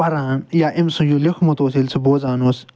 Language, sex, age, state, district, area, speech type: Kashmiri, male, 60+, Jammu and Kashmir, Srinagar, urban, spontaneous